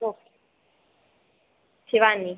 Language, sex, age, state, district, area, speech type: Hindi, female, 30-45, Madhya Pradesh, Harda, urban, conversation